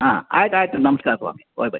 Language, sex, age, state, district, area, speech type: Kannada, male, 60+, Karnataka, Bellary, rural, conversation